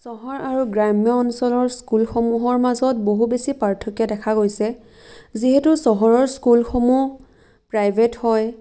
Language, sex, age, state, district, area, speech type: Assamese, female, 18-30, Assam, Biswanath, rural, spontaneous